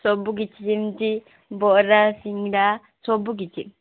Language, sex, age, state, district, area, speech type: Odia, female, 18-30, Odisha, Sambalpur, rural, conversation